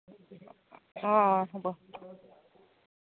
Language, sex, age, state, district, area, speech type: Assamese, female, 45-60, Assam, Nagaon, rural, conversation